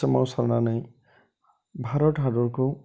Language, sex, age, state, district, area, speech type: Bodo, male, 30-45, Assam, Chirang, rural, spontaneous